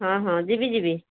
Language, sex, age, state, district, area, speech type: Odia, female, 45-60, Odisha, Angul, rural, conversation